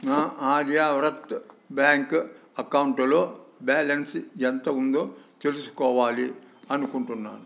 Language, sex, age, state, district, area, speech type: Telugu, male, 60+, Andhra Pradesh, Sri Satya Sai, urban, read